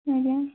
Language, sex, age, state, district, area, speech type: Odia, female, 18-30, Odisha, Kalahandi, rural, conversation